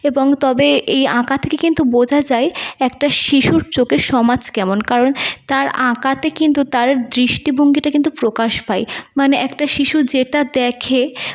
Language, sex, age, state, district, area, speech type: Bengali, female, 18-30, West Bengal, North 24 Parganas, urban, spontaneous